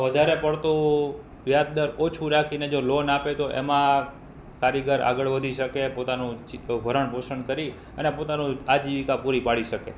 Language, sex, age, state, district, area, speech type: Gujarati, male, 30-45, Gujarat, Rajkot, urban, spontaneous